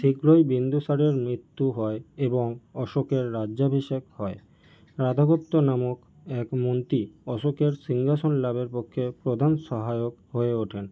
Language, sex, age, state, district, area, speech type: Bengali, male, 18-30, West Bengal, North 24 Parganas, urban, spontaneous